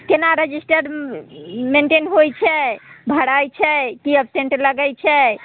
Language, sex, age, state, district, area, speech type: Maithili, female, 30-45, Bihar, Muzaffarpur, rural, conversation